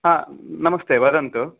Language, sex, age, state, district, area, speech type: Sanskrit, male, 30-45, Telangana, Hyderabad, urban, conversation